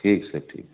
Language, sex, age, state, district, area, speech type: Urdu, male, 60+, Delhi, South Delhi, urban, conversation